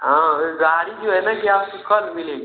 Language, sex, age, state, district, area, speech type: Hindi, male, 18-30, Uttar Pradesh, Ghazipur, rural, conversation